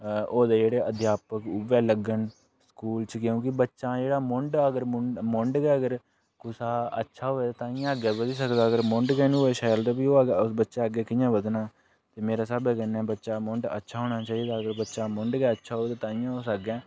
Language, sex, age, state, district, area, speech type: Dogri, male, 18-30, Jammu and Kashmir, Udhampur, rural, spontaneous